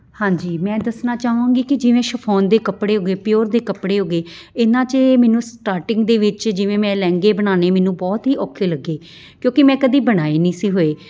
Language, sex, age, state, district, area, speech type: Punjabi, female, 30-45, Punjab, Amritsar, urban, spontaneous